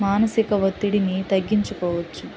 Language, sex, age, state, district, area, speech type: Telugu, female, 30-45, Andhra Pradesh, Guntur, rural, spontaneous